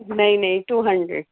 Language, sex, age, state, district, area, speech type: Urdu, female, 30-45, Delhi, East Delhi, urban, conversation